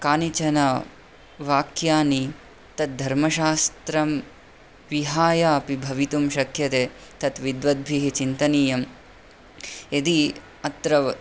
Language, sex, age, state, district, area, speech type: Sanskrit, male, 18-30, Karnataka, Bangalore Urban, rural, spontaneous